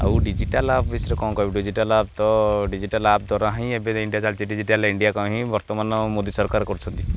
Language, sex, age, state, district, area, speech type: Odia, male, 18-30, Odisha, Jagatsinghpur, urban, spontaneous